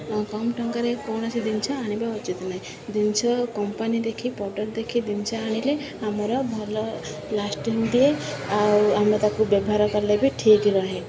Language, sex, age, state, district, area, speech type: Odia, female, 30-45, Odisha, Sundergarh, urban, spontaneous